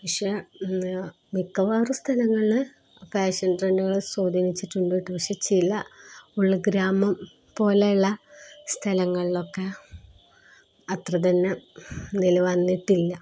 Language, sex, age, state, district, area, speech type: Malayalam, female, 30-45, Kerala, Kozhikode, rural, spontaneous